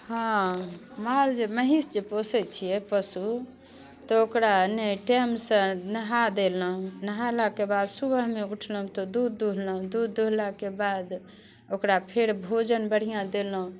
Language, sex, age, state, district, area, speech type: Maithili, female, 45-60, Bihar, Muzaffarpur, urban, spontaneous